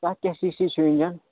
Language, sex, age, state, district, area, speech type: Kashmiri, male, 18-30, Jammu and Kashmir, Budgam, rural, conversation